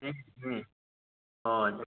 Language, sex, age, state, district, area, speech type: Sanskrit, male, 30-45, Karnataka, Udupi, rural, conversation